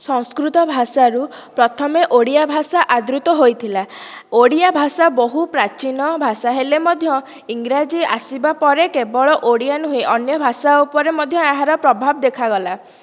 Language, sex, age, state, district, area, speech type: Odia, female, 30-45, Odisha, Dhenkanal, rural, spontaneous